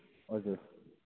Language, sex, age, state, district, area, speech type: Nepali, male, 18-30, West Bengal, Kalimpong, rural, conversation